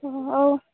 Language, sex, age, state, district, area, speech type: Odia, female, 18-30, Odisha, Malkangiri, urban, conversation